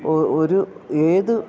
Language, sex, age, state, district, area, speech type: Malayalam, female, 60+, Kerala, Idukki, rural, spontaneous